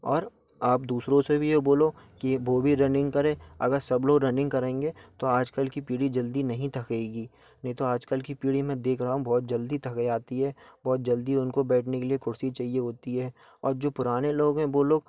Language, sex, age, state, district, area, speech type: Hindi, male, 18-30, Madhya Pradesh, Gwalior, urban, spontaneous